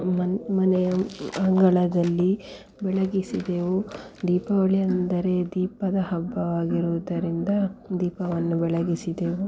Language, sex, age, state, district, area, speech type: Kannada, female, 18-30, Karnataka, Dakshina Kannada, rural, spontaneous